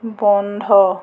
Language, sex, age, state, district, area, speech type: Assamese, female, 45-60, Assam, Jorhat, urban, read